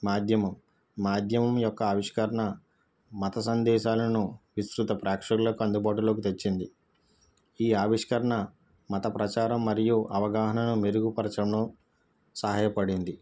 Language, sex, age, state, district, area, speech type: Telugu, male, 30-45, Andhra Pradesh, East Godavari, rural, spontaneous